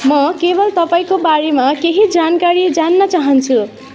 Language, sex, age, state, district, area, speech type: Nepali, female, 18-30, West Bengal, Darjeeling, rural, read